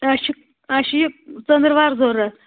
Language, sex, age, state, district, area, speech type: Kashmiri, female, 18-30, Jammu and Kashmir, Anantnag, rural, conversation